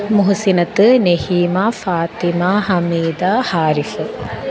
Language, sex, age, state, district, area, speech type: Sanskrit, female, 18-30, Kerala, Malappuram, urban, spontaneous